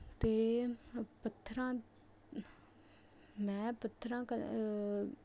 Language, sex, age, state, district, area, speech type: Punjabi, female, 18-30, Punjab, Rupnagar, urban, spontaneous